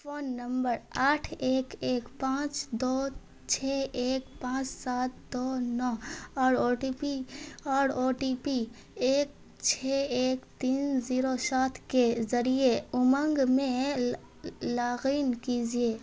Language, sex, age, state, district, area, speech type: Urdu, female, 18-30, Bihar, Khagaria, rural, read